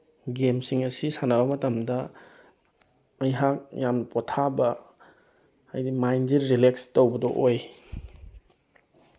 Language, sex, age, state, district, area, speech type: Manipuri, male, 18-30, Manipur, Bishnupur, rural, spontaneous